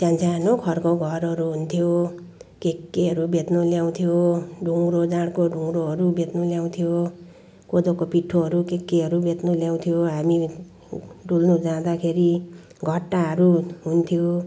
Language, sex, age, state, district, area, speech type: Nepali, female, 60+, West Bengal, Jalpaiguri, rural, spontaneous